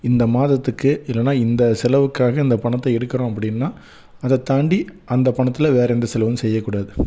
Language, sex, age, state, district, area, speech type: Tamil, male, 30-45, Tamil Nadu, Salem, urban, spontaneous